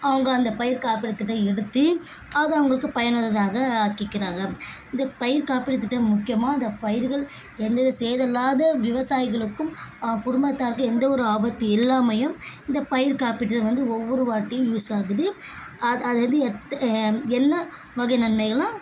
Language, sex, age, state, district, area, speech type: Tamil, female, 18-30, Tamil Nadu, Chennai, urban, spontaneous